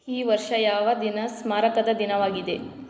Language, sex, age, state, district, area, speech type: Kannada, female, 18-30, Karnataka, Mysore, urban, read